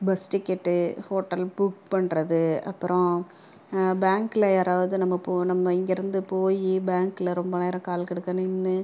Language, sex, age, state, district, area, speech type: Tamil, female, 30-45, Tamil Nadu, Pudukkottai, urban, spontaneous